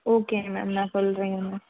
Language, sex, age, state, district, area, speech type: Tamil, female, 18-30, Tamil Nadu, Madurai, urban, conversation